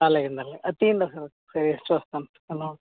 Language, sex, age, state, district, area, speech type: Telugu, male, 30-45, Andhra Pradesh, West Godavari, rural, conversation